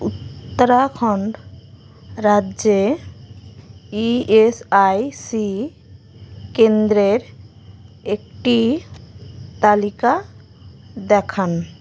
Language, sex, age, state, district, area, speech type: Bengali, female, 18-30, West Bengal, Howrah, urban, read